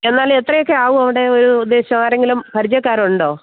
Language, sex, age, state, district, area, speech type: Malayalam, female, 45-60, Kerala, Thiruvananthapuram, urban, conversation